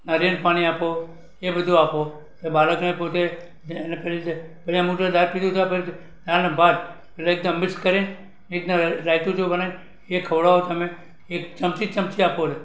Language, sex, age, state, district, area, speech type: Gujarati, male, 60+, Gujarat, Valsad, rural, spontaneous